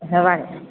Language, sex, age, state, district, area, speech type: Odia, female, 45-60, Odisha, Balangir, urban, conversation